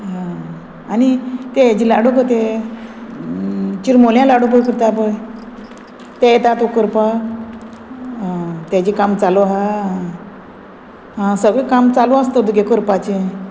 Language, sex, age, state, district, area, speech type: Goan Konkani, female, 45-60, Goa, Murmgao, rural, spontaneous